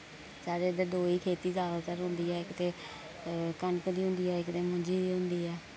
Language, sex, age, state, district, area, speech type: Dogri, female, 18-30, Jammu and Kashmir, Kathua, rural, spontaneous